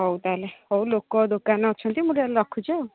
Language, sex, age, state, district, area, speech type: Odia, female, 45-60, Odisha, Angul, rural, conversation